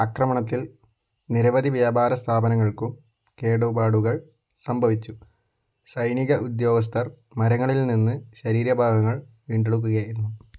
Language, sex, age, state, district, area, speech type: Malayalam, male, 18-30, Kerala, Kozhikode, urban, read